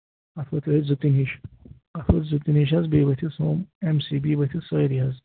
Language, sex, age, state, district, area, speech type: Kashmiri, male, 18-30, Jammu and Kashmir, Pulwama, urban, conversation